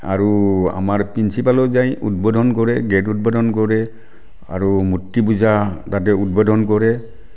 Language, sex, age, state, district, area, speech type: Assamese, male, 60+, Assam, Barpeta, rural, spontaneous